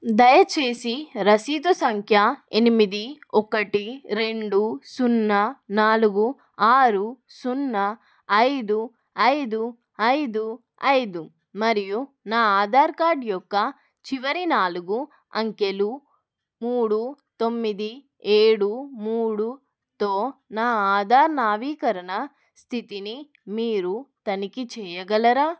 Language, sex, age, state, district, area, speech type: Telugu, female, 30-45, Telangana, Adilabad, rural, read